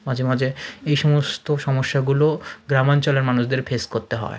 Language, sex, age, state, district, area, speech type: Bengali, male, 30-45, West Bengal, South 24 Parganas, rural, spontaneous